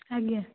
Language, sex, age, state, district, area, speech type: Odia, female, 18-30, Odisha, Dhenkanal, rural, conversation